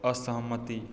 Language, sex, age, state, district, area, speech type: Maithili, male, 18-30, Bihar, Madhubani, rural, read